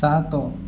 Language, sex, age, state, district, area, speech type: Odia, male, 18-30, Odisha, Balangir, urban, read